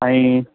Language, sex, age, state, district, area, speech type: Sindhi, male, 18-30, Gujarat, Kutch, urban, conversation